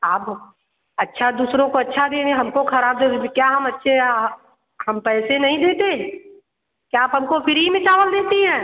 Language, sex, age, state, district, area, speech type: Hindi, female, 30-45, Uttar Pradesh, Mirzapur, rural, conversation